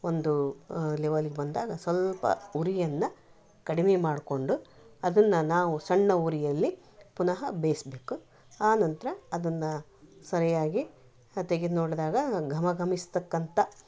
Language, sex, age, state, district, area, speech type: Kannada, female, 60+, Karnataka, Koppal, rural, spontaneous